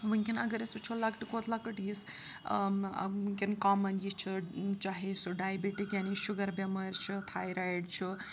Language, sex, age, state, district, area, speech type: Kashmiri, female, 30-45, Jammu and Kashmir, Srinagar, rural, spontaneous